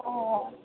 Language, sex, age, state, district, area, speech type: Assamese, female, 18-30, Assam, Morigaon, rural, conversation